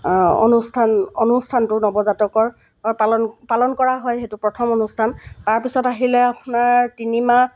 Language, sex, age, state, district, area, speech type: Assamese, female, 45-60, Assam, Golaghat, urban, spontaneous